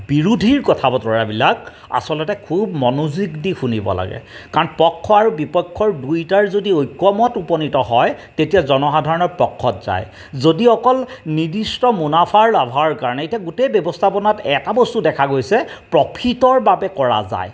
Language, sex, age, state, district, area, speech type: Assamese, male, 45-60, Assam, Golaghat, urban, spontaneous